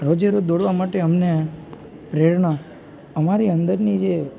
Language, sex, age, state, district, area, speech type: Gujarati, male, 18-30, Gujarat, Junagadh, urban, spontaneous